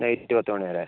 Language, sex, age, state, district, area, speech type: Malayalam, male, 45-60, Kerala, Kozhikode, urban, conversation